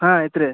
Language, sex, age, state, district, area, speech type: Kannada, male, 18-30, Karnataka, Dharwad, rural, conversation